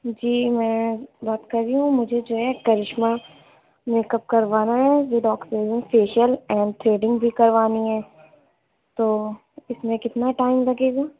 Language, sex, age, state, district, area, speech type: Urdu, female, 18-30, Uttar Pradesh, Lucknow, urban, conversation